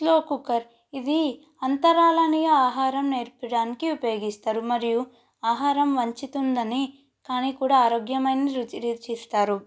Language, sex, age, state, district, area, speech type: Telugu, female, 18-30, Telangana, Nalgonda, urban, spontaneous